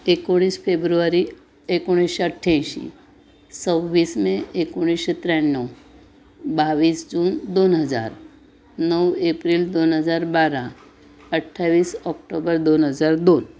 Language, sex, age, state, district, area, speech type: Marathi, female, 60+, Maharashtra, Pune, urban, spontaneous